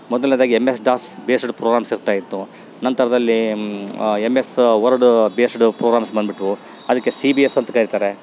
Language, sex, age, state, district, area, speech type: Kannada, male, 60+, Karnataka, Bellary, rural, spontaneous